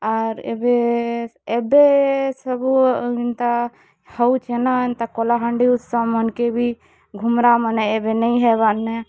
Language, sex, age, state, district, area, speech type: Odia, female, 45-60, Odisha, Kalahandi, rural, spontaneous